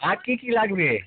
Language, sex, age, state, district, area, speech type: Bengali, male, 60+, West Bengal, North 24 Parganas, urban, conversation